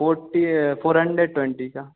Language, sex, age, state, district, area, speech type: Hindi, male, 18-30, Madhya Pradesh, Hoshangabad, urban, conversation